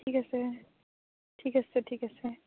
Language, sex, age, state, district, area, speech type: Assamese, female, 18-30, Assam, Morigaon, rural, conversation